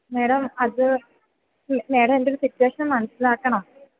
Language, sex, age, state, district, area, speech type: Malayalam, female, 18-30, Kerala, Idukki, rural, conversation